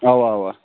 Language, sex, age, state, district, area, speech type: Kashmiri, male, 18-30, Jammu and Kashmir, Kulgam, rural, conversation